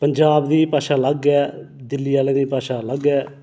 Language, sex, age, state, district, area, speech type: Dogri, male, 30-45, Jammu and Kashmir, Reasi, urban, spontaneous